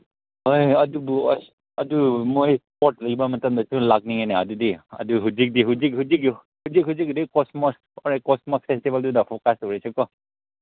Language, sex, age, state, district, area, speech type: Manipuri, male, 30-45, Manipur, Ukhrul, rural, conversation